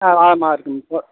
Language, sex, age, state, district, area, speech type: Tamil, male, 60+, Tamil Nadu, Madurai, rural, conversation